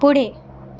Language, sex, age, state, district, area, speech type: Marathi, female, 18-30, Maharashtra, Thane, urban, read